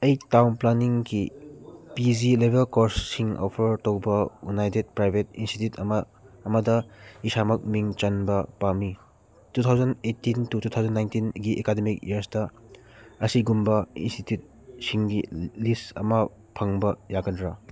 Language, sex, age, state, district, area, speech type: Manipuri, male, 30-45, Manipur, Churachandpur, rural, read